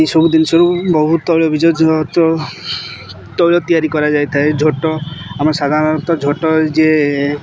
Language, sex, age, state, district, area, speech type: Odia, male, 18-30, Odisha, Kendrapara, urban, spontaneous